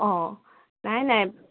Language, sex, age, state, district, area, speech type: Assamese, female, 18-30, Assam, Udalguri, rural, conversation